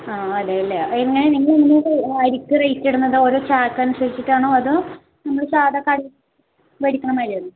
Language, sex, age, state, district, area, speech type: Malayalam, female, 18-30, Kerala, Palakkad, rural, conversation